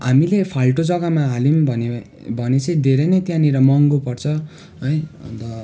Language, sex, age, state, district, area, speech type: Nepali, male, 18-30, West Bengal, Darjeeling, rural, spontaneous